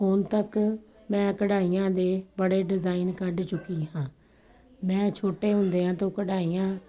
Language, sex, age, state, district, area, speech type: Punjabi, female, 45-60, Punjab, Kapurthala, urban, spontaneous